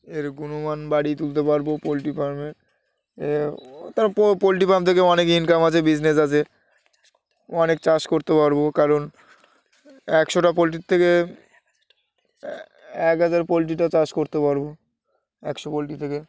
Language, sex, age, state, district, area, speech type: Bengali, male, 18-30, West Bengal, Uttar Dinajpur, urban, spontaneous